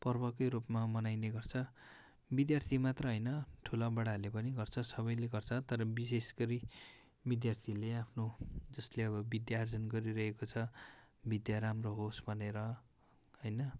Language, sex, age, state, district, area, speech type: Nepali, male, 18-30, West Bengal, Darjeeling, rural, spontaneous